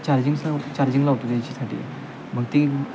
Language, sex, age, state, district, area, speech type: Marathi, male, 18-30, Maharashtra, Sangli, urban, spontaneous